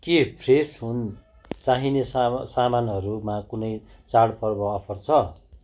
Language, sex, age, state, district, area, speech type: Nepali, male, 45-60, West Bengal, Kalimpong, rural, read